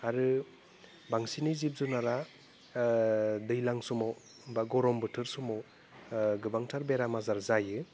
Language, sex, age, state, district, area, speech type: Bodo, male, 30-45, Assam, Udalguri, urban, spontaneous